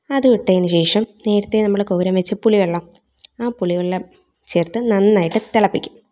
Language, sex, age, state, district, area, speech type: Malayalam, female, 18-30, Kerala, Thiruvananthapuram, rural, spontaneous